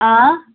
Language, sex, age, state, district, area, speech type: Kashmiri, female, 30-45, Jammu and Kashmir, Pulwama, rural, conversation